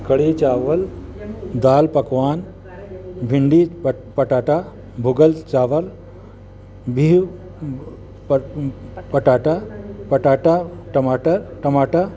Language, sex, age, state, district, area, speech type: Sindhi, male, 60+, Uttar Pradesh, Lucknow, urban, spontaneous